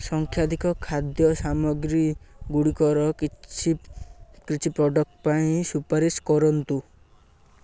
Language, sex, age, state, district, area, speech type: Odia, male, 18-30, Odisha, Ganjam, rural, read